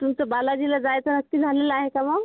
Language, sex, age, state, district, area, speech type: Marathi, female, 30-45, Maharashtra, Washim, rural, conversation